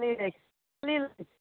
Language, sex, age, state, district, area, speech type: Maithili, female, 30-45, Bihar, Begusarai, rural, conversation